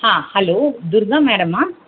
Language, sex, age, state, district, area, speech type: Tamil, female, 30-45, Tamil Nadu, Chengalpattu, urban, conversation